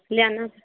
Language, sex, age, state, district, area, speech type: Punjabi, female, 45-60, Punjab, Fazilka, rural, conversation